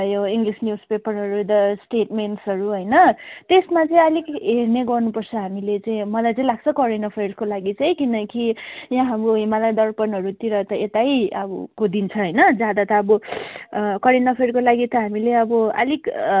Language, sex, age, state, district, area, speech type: Nepali, female, 45-60, West Bengal, Darjeeling, rural, conversation